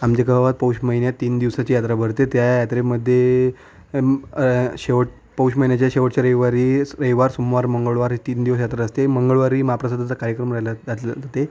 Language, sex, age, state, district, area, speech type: Marathi, male, 30-45, Maharashtra, Amravati, rural, spontaneous